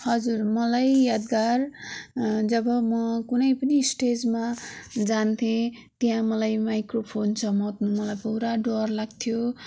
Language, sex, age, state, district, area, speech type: Nepali, female, 30-45, West Bengal, Darjeeling, rural, spontaneous